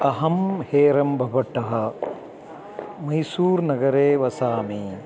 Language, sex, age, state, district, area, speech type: Sanskrit, male, 60+, Karnataka, Uttara Kannada, urban, spontaneous